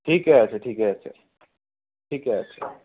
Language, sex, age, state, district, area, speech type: Assamese, male, 30-45, Assam, Nagaon, rural, conversation